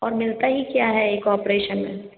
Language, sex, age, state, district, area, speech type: Hindi, female, 60+, Rajasthan, Jodhpur, urban, conversation